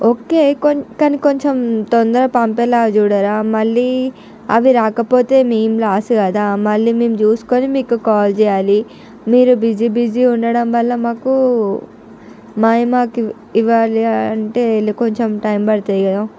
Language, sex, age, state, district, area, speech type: Telugu, female, 45-60, Andhra Pradesh, Visakhapatnam, urban, spontaneous